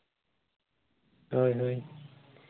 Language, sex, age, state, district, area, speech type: Santali, male, 18-30, Jharkhand, East Singhbhum, rural, conversation